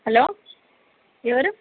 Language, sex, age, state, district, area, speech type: Telugu, female, 18-30, Andhra Pradesh, Sri Satya Sai, urban, conversation